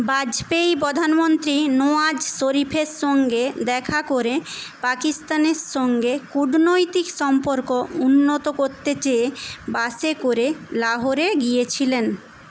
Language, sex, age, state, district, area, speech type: Bengali, female, 18-30, West Bengal, Paschim Medinipur, rural, read